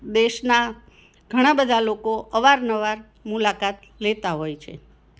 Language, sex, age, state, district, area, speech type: Gujarati, female, 60+, Gujarat, Anand, urban, spontaneous